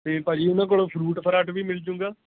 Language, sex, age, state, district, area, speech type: Punjabi, male, 18-30, Punjab, Shaheed Bhagat Singh Nagar, urban, conversation